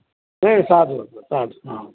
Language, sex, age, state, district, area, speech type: Sanskrit, male, 60+, Bihar, Madhubani, urban, conversation